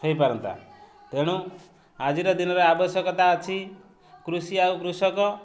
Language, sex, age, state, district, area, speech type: Odia, male, 30-45, Odisha, Jagatsinghpur, urban, spontaneous